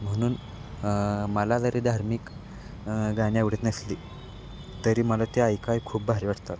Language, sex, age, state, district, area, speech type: Marathi, male, 18-30, Maharashtra, Sangli, urban, spontaneous